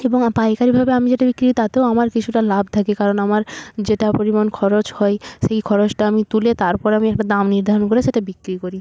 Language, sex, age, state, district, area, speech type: Bengali, female, 18-30, West Bengal, Purba Medinipur, rural, spontaneous